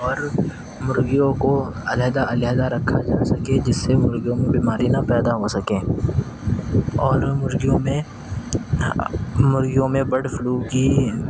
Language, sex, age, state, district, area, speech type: Urdu, male, 18-30, Delhi, East Delhi, rural, spontaneous